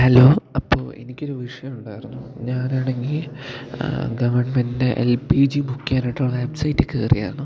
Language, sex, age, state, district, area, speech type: Malayalam, male, 18-30, Kerala, Idukki, rural, spontaneous